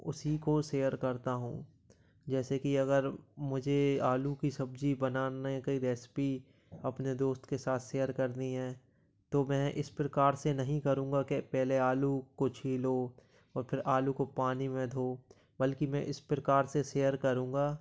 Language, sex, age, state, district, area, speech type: Hindi, male, 18-30, Madhya Pradesh, Gwalior, urban, spontaneous